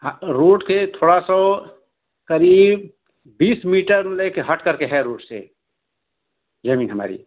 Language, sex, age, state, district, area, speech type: Hindi, male, 60+, Uttar Pradesh, Ghazipur, rural, conversation